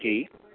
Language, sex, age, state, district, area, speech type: Hindi, male, 45-60, Madhya Pradesh, Bhopal, urban, conversation